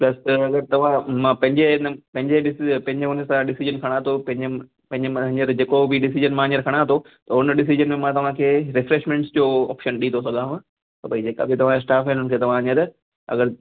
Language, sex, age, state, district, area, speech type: Sindhi, male, 30-45, Gujarat, Kutch, urban, conversation